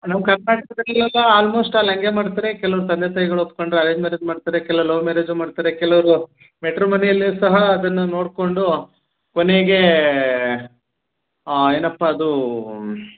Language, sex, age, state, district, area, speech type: Kannada, male, 30-45, Karnataka, Mandya, rural, conversation